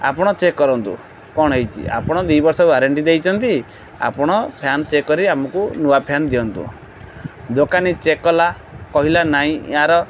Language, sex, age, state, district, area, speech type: Odia, male, 30-45, Odisha, Kendrapara, urban, spontaneous